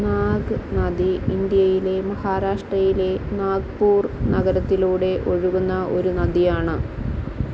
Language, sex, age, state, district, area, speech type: Malayalam, female, 30-45, Kerala, Kottayam, rural, read